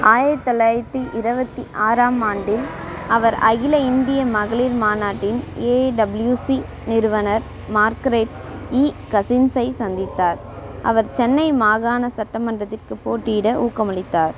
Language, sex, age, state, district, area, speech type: Tamil, female, 18-30, Tamil Nadu, Kallakurichi, rural, read